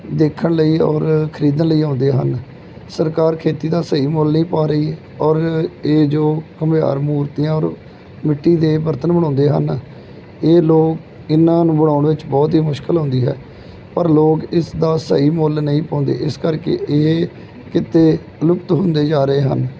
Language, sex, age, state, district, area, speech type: Punjabi, male, 30-45, Punjab, Gurdaspur, rural, spontaneous